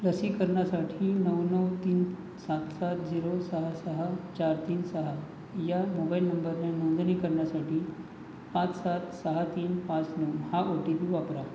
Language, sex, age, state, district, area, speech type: Marathi, male, 30-45, Maharashtra, Nagpur, urban, read